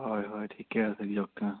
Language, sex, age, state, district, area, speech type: Assamese, male, 18-30, Assam, Sonitpur, rural, conversation